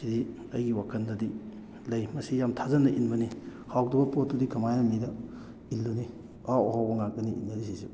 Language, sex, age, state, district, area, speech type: Manipuri, male, 30-45, Manipur, Kakching, rural, spontaneous